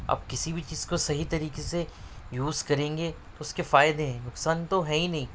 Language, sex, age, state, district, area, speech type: Urdu, male, 30-45, Delhi, Central Delhi, urban, spontaneous